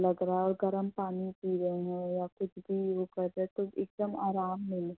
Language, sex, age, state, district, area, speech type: Hindi, female, 18-30, Uttar Pradesh, Bhadohi, urban, conversation